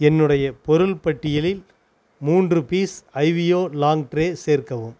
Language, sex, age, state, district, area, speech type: Tamil, male, 45-60, Tamil Nadu, Namakkal, rural, read